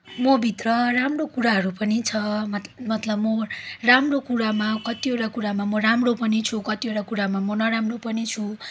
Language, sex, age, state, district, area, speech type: Nepali, female, 18-30, West Bengal, Darjeeling, rural, spontaneous